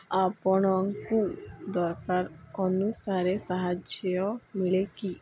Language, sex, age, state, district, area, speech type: Odia, female, 18-30, Odisha, Sundergarh, urban, spontaneous